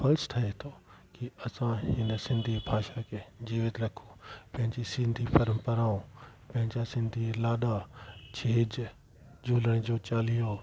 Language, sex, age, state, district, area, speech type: Sindhi, male, 45-60, Delhi, South Delhi, urban, spontaneous